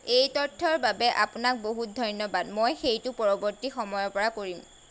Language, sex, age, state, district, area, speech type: Assamese, female, 18-30, Assam, Golaghat, rural, read